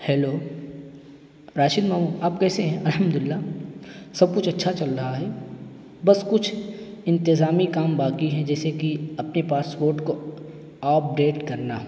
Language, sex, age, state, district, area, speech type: Urdu, male, 18-30, Uttar Pradesh, Siddharthnagar, rural, spontaneous